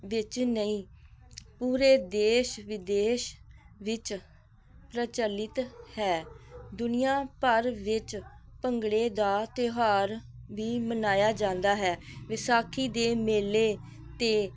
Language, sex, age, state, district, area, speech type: Punjabi, female, 45-60, Punjab, Hoshiarpur, rural, spontaneous